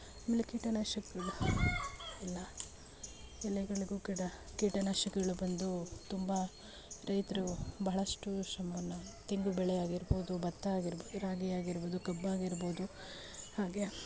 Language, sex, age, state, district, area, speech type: Kannada, female, 30-45, Karnataka, Mandya, urban, spontaneous